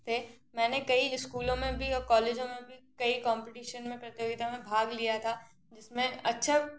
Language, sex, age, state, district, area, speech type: Hindi, female, 18-30, Madhya Pradesh, Gwalior, rural, spontaneous